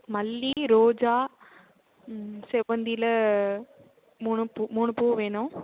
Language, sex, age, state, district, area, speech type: Tamil, female, 18-30, Tamil Nadu, Mayiladuthurai, urban, conversation